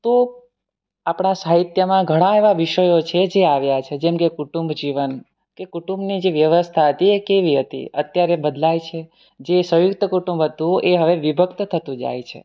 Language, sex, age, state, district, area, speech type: Gujarati, male, 18-30, Gujarat, Surat, rural, spontaneous